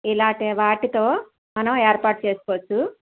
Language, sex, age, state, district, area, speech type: Telugu, female, 60+, Andhra Pradesh, Krishna, rural, conversation